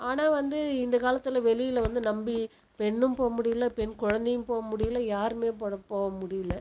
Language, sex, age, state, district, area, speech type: Tamil, female, 45-60, Tamil Nadu, Viluppuram, rural, spontaneous